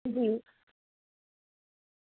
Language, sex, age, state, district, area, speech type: Dogri, female, 18-30, Jammu and Kashmir, Reasi, rural, conversation